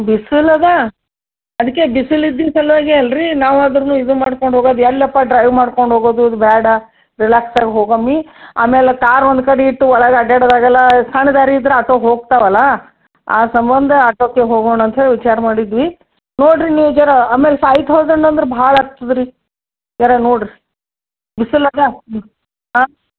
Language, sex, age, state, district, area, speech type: Kannada, female, 60+, Karnataka, Gulbarga, urban, conversation